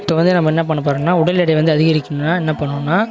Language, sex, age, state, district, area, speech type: Tamil, male, 18-30, Tamil Nadu, Kallakurichi, rural, spontaneous